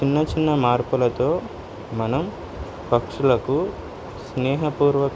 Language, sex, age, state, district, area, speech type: Telugu, male, 18-30, Telangana, Suryapet, urban, spontaneous